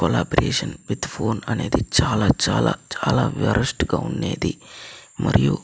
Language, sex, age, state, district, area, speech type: Telugu, male, 30-45, Andhra Pradesh, Chittoor, urban, spontaneous